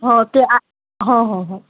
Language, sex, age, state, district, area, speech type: Marathi, female, 30-45, Maharashtra, Nagpur, urban, conversation